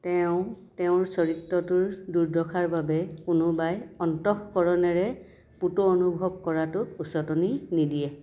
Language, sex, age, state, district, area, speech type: Assamese, female, 45-60, Assam, Dhemaji, rural, read